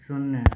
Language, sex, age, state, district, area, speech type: Hindi, male, 30-45, Uttar Pradesh, Mau, rural, read